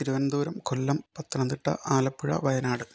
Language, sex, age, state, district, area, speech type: Malayalam, male, 30-45, Kerala, Kozhikode, urban, spontaneous